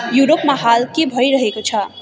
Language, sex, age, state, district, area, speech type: Nepali, female, 18-30, West Bengal, Darjeeling, rural, read